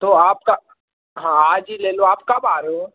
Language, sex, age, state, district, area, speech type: Hindi, male, 18-30, Madhya Pradesh, Harda, urban, conversation